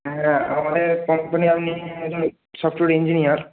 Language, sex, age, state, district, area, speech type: Bengali, male, 30-45, West Bengal, Purba Medinipur, rural, conversation